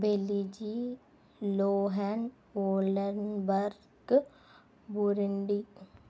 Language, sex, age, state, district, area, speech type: Telugu, female, 18-30, Andhra Pradesh, Nandyal, urban, spontaneous